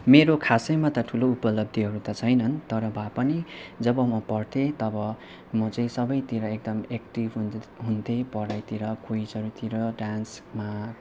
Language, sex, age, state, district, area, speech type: Nepali, male, 18-30, West Bengal, Kalimpong, rural, spontaneous